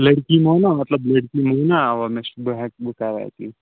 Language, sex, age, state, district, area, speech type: Kashmiri, male, 18-30, Jammu and Kashmir, Shopian, urban, conversation